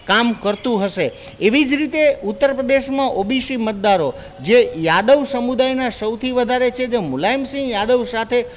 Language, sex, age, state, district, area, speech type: Gujarati, male, 45-60, Gujarat, Junagadh, urban, spontaneous